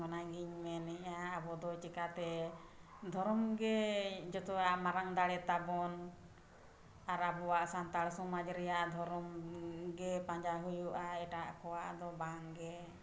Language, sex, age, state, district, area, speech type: Santali, female, 45-60, Jharkhand, Bokaro, rural, spontaneous